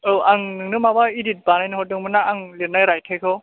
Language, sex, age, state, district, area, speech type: Bodo, male, 18-30, Assam, Chirang, rural, conversation